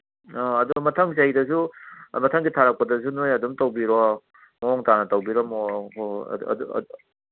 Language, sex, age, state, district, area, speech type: Manipuri, male, 60+, Manipur, Kangpokpi, urban, conversation